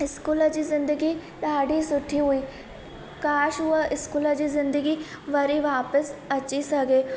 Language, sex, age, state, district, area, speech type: Sindhi, female, 18-30, Madhya Pradesh, Katni, urban, spontaneous